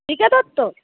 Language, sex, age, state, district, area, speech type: Bengali, female, 30-45, West Bengal, Purulia, urban, conversation